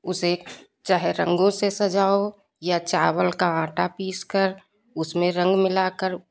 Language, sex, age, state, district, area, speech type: Hindi, female, 45-60, Uttar Pradesh, Lucknow, rural, spontaneous